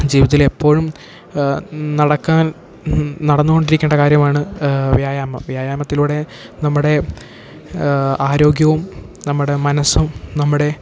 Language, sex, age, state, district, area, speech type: Malayalam, male, 18-30, Kerala, Idukki, rural, spontaneous